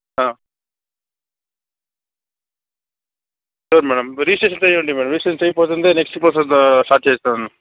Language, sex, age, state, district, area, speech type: Telugu, female, 60+, Andhra Pradesh, Chittoor, rural, conversation